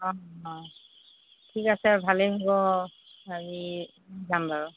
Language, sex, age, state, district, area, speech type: Assamese, female, 60+, Assam, Golaghat, rural, conversation